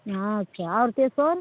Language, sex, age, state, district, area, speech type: Maithili, female, 45-60, Bihar, Darbhanga, rural, conversation